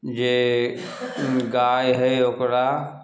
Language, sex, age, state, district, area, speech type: Maithili, male, 45-60, Bihar, Samastipur, urban, spontaneous